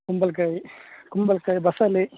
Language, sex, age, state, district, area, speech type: Kannada, male, 18-30, Karnataka, Udupi, rural, conversation